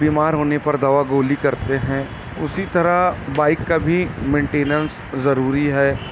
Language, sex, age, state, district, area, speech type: Urdu, male, 30-45, Maharashtra, Nashik, urban, spontaneous